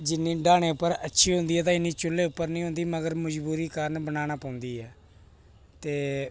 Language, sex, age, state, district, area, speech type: Dogri, male, 18-30, Jammu and Kashmir, Reasi, rural, spontaneous